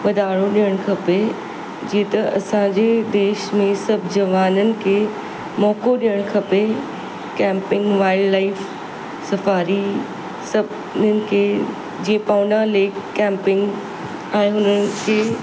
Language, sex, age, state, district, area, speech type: Sindhi, female, 45-60, Maharashtra, Mumbai Suburban, urban, spontaneous